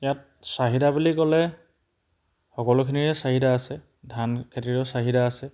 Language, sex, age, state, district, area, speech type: Assamese, male, 30-45, Assam, Charaideo, rural, spontaneous